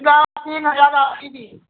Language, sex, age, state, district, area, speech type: Gujarati, female, 60+, Gujarat, Kheda, rural, conversation